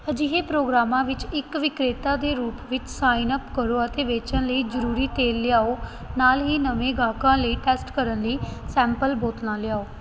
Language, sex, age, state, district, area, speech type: Punjabi, female, 18-30, Punjab, Gurdaspur, rural, read